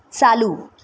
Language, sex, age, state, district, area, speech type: Marathi, female, 30-45, Maharashtra, Mumbai Suburban, urban, read